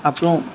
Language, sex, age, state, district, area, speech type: Tamil, male, 45-60, Tamil Nadu, Sivaganga, urban, spontaneous